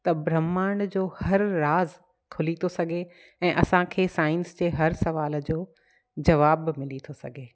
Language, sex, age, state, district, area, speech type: Sindhi, female, 45-60, Gujarat, Kutch, rural, spontaneous